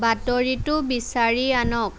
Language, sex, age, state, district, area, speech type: Assamese, female, 30-45, Assam, Kamrup Metropolitan, urban, read